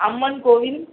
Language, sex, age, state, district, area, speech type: Tamil, female, 18-30, Tamil Nadu, Sivaganga, rural, conversation